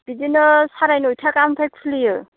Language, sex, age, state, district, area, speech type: Bodo, female, 60+, Assam, Kokrajhar, urban, conversation